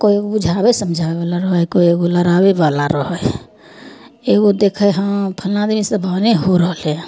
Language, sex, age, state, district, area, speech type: Maithili, female, 30-45, Bihar, Samastipur, rural, spontaneous